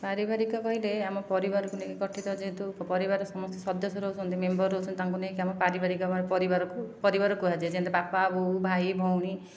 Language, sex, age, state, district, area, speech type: Odia, female, 30-45, Odisha, Khordha, rural, spontaneous